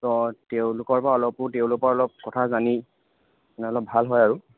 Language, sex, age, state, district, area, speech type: Assamese, male, 18-30, Assam, Charaideo, urban, conversation